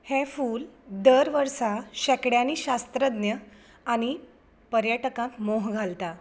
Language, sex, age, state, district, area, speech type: Goan Konkani, female, 30-45, Goa, Canacona, rural, read